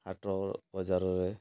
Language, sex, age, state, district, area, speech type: Odia, male, 60+, Odisha, Mayurbhanj, rural, spontaneous